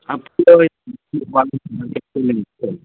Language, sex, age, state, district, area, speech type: Kannada, male, 30-45, Karnataka, Raichur, rural, conversation